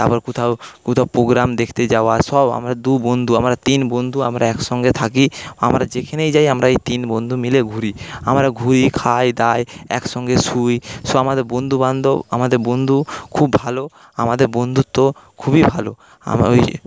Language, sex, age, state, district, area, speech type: Bengali, male, 30-45, West Bengal, Paschim Medinipur, rural, spontaneous